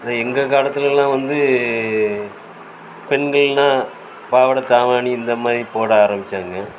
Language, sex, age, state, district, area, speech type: Tamil, male, 45-60, Tamil Nadu, Thoothukudi, rural, spontaneous